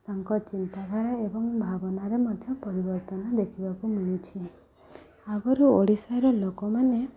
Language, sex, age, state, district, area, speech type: Odia, female, 30-45, Odisha, Subarnapur, urban, spontaneous